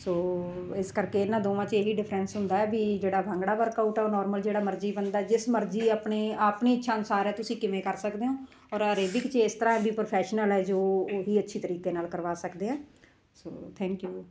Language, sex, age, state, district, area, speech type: Punjabi, female, 30-45, Punjab, Muktsar, urban, spontaneous